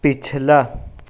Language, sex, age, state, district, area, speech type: Urdu, male, 60+, Maharashtra, Nashik, urban, read